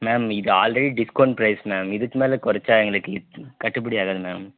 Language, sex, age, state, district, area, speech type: Tamil, male, 18-30, Tamil Nadu, Dharmapuri, urban, conversation